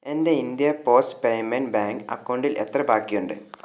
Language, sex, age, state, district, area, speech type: Malayalam, male, 18-30, Kerala, Wayanad, rural, read